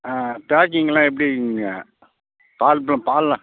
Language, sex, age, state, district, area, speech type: Tamil, male, 60+, Tamil Nadu, Kallakurichi, rural, conversation